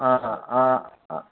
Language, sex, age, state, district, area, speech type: Tamil, male, 45-60, Tamil Nadu, Sivaganga, rural, conversation